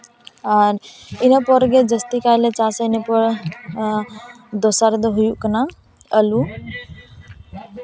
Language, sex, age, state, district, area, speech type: Santali, female, 18-30, West Bengal, Purba Bardhaman, rural, spontaneous